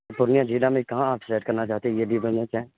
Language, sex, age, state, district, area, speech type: Urdu, male, 18-30, Bihar, Purnia, rural, conversation